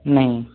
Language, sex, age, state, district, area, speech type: Hindi, male, 18-30, Uttar Pradesh, Mau, rural, conversation